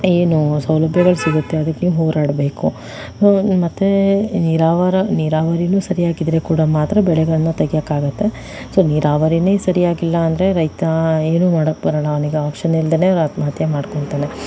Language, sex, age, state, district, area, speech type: Kannada, female, 45-60, Karnataka, Tumkur, urban, spontaneous